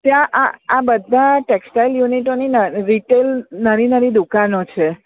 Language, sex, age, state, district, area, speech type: Gujarati, female, 45-60, Gujarat, Surat, urban, conversation